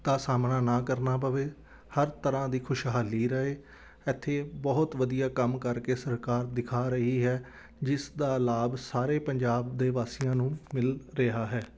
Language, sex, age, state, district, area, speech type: Punjabi, male, 30-45, Punjab, Amritsar, urban, spontaneous